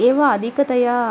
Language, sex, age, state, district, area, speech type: Sanskrit, female, 45-60, Tamil Nadu, Coimbatore, urban, spontaneous